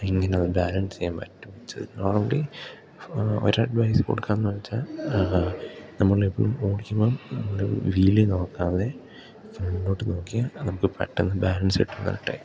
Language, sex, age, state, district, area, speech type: Malayalam, male, 18-30, Kerala, Idukki, rural, spontaneous